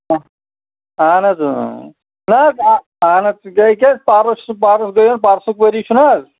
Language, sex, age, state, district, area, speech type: Kashmiri, male, 30-45, Jammu and Kashmir, Anantnag, rural, conversation